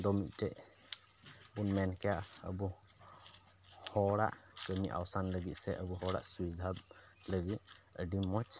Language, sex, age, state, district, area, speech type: Santali, male, 30-45, Jharkhand, Pakur, rural, spontaneous